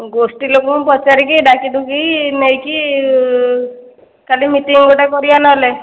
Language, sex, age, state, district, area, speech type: Odia, female, 30-45, Odisha, Khordha, rural, conversation